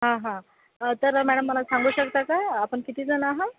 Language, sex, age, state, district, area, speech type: Marathi, female, 60+, Maharashtra, Yavatmal, rural, conversation